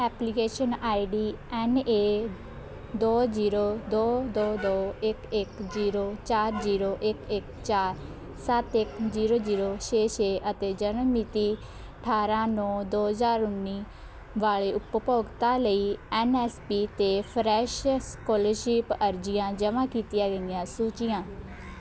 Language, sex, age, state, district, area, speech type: Punjabi, female, 18-30, Punjab, Shaheed Bhagat Singh Nagar, urban, read